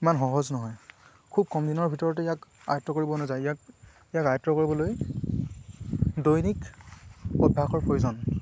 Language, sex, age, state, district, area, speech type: Assamese, male, 18-30, Assam, Lakhimpur, rural, spontaneous